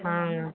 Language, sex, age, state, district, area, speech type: Tamil, female, 30-45, Tamil Nadu, Pudukkottai, urban, conversation